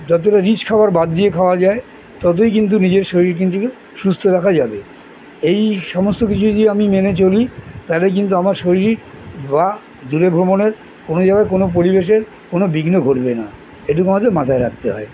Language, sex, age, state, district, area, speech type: Bengali, male, 60+, West Bengal, Kolkata, urban, spontaneous